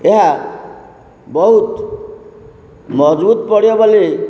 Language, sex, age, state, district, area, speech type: Odia, male, 60+, Odisha, Kendrapara, urban, spontaneous